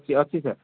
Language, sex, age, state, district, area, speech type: Odia, male, 30-45, Odisha, Sambalpur, rural, conversation